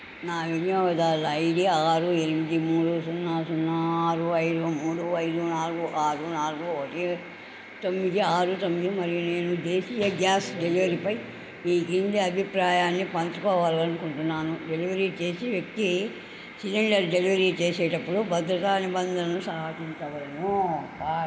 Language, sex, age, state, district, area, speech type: Telugu, female, 60+, Andhra Pradesh, Nellore, urban, read